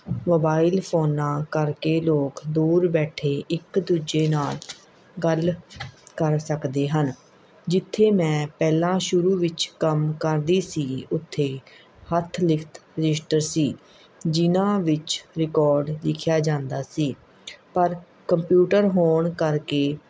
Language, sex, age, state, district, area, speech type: Punjabi, female, 30-45, Punjab, Mohali, urban, spontaneous